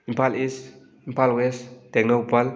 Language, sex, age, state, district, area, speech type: Manipuri, male, 18-30, Manipur, Thoubal, rural, spontaneous